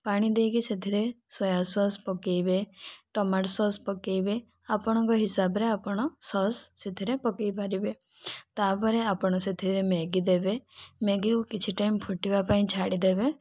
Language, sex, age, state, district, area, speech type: Odia, female, 18-30, Odisha, Kandhamal, rural, spontaneous